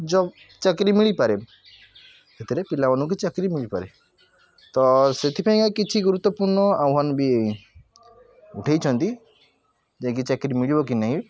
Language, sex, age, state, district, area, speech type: Odia, male, 18-30, Odisha, Puri, urban, spontaneous